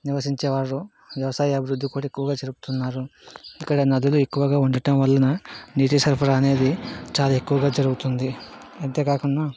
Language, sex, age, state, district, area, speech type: Telugu, male, 60+, Andhra Pradesh, Vizianagaram, rural, spontaneous